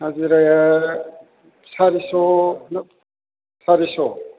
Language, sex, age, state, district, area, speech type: Bodo, male, 45-60, Assam, Chirang, urban, conversation